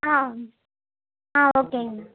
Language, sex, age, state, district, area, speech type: Tamil, female, 18-30, Tamil Nadu, Erode, rural, conversation